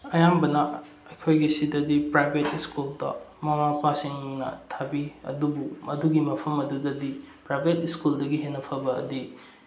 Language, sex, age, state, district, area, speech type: Manipuri, male, 18-30, Manipur, Bishnupur, rural, spontaneous